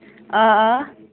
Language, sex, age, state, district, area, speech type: Kashmiri, female, 30-45, Jammu and Kashmir, Bandipora, rural, conversation